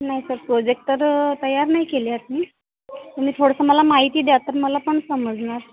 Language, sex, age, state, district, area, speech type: Marathi, female, 30-45, Maharashtra, Nagpur, urban, conversation